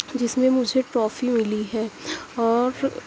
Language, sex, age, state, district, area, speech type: Urdu, female, 18-30, Uttar Pradesh, Mirzapur, rural, spontaneous